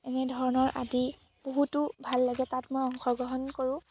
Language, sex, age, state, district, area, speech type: Assamese, female, 18-30, Assam, Biswanath, rural, spontaneous